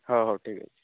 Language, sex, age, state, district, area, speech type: Odia, male, 18-30, Odisha, Nayagarh, rural, conversation